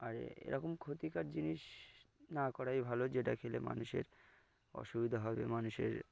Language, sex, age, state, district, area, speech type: Bengali, male, 18-30, West Bengal, Birbhum, urban, spontaneous